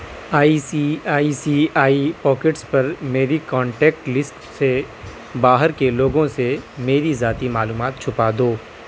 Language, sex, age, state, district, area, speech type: Urdu, male, 18-30, Delhi, South Delhi, urban, read